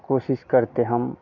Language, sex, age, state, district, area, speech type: Hindi, male, 18-30, Bihar, Madhepura, rural, spontaneous